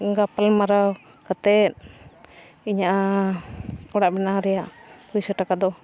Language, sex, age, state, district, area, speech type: Santali, female, 18-30, Jharkhand, Bokaro, rural, spontaneous